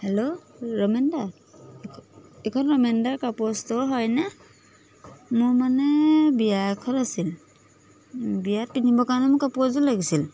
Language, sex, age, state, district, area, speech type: Assamese, female, 30-45, Assam, Majuli, urban, spontaneous